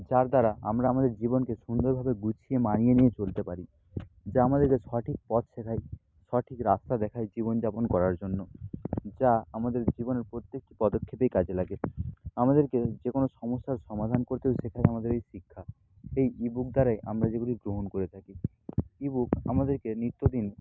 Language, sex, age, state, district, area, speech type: Bengali, male, 30-45, West Bengal, Nadia, rural, spontaneous